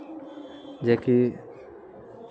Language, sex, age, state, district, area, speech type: Maithili, male, 18-30, Bihar, Araria, urban, spontaneous